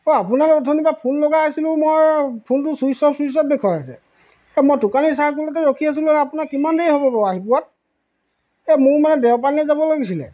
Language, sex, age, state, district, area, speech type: Assamese, male, 45-60, Assam, Golaghat, urban, spontaneous